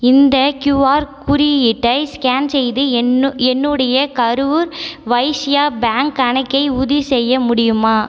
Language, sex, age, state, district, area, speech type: Tamil, female, 18-30, Tamil Nadu, Cuddalore, rural, read